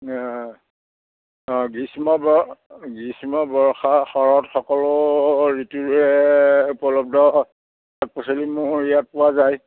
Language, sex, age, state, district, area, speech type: Assamese, male, 60+, Assam, Majuli, urban, conversation